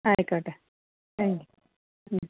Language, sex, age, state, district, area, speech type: Malayalam, female, 30-45, Kerala, Wayanad, rural, conversation